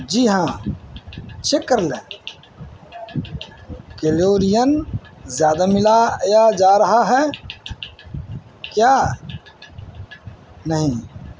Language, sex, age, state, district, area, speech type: Urdu, male, 60+, Bihar, Madhubani, rural, spontaneous